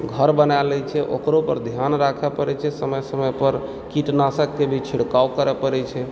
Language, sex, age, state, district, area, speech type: Maithili, male, 30-45, Bihar, Supaul, rural, spontaneous